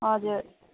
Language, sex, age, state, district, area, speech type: Nepali, female, 30-45, West Bengal, Jalpaiguri, rural, conversation